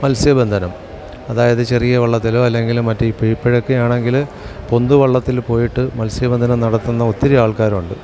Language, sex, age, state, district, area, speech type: Malayalam, male, 60+, Kerala, Alappuzha, rural, spontaneous